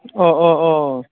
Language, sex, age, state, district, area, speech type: Bodo, male, 45-60, Assam, Udalguri, urban, conversation